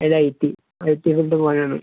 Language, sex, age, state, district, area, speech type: Malayalam, male, 18-30, Kerala, Thrissur, rural, conversation